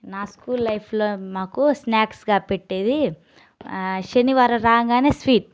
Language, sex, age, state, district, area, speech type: Telugu, female, 30-45, Telangana, Nalgonda, rural, spontaneous